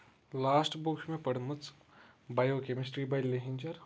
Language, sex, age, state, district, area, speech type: Kashmiri, male, 30-45, Jammu and Kashmir, Shopian, rural, spontaneous